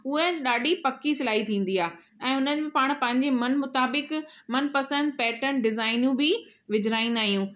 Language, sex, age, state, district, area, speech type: Sindhi, female, 45-60, Rajasthan, Ajmer, urban, spontaneous